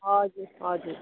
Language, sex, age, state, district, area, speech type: Nepali, female, 30-45, West Bengal, Darjeeling, rural, conversation